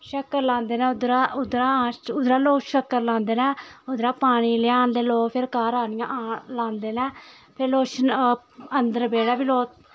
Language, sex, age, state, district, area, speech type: Dogri, female, 30-45, Jammu and Kashmir, Samba, urban, spontaneous